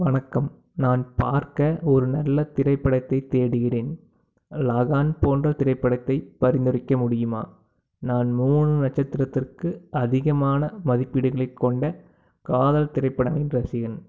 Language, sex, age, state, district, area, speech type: Tamil, male, 18-30, Tamil Nadu, Tiruppur, urban, read